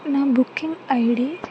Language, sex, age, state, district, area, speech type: Telugu, female, 18-30, Andhra Pradesh, Anantapur, urban, spontaneous